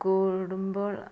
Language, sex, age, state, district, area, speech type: Malayalam, female, 30-45, Kerala, Malappuram, rural, spontaneous